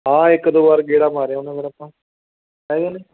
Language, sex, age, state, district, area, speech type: Punjabi, male, 18-30, Punjab, Fatehgarh Sahib, rural, conversation